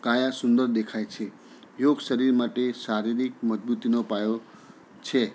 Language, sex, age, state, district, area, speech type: Gujarati, male, 60+, Gujarat, Anand, urban, spontaneous